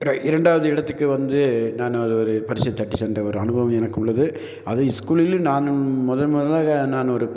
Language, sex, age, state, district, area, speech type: Tamil, male, 45-60, Tamil Nadu, Nilgiris, urban, spontaneous